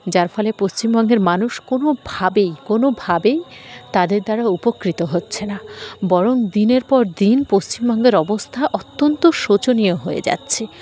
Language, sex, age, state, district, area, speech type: Bengali, female, 18-30, West Bengal, Dakshin Dinajpur, urban, spontaneous